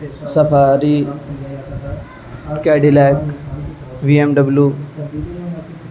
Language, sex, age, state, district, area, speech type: Urdu, male, 30-45, Uttar Pradesh, Azamgarh, rural, spontaneous